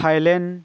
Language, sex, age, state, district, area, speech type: Assamese, male, 18-30, Assam, Dibrugarh, rural, spontaneous